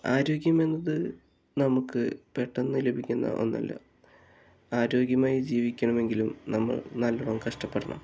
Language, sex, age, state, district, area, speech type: Malayalam, male, 60+, Kerala, Palakkad, rural, spontaneous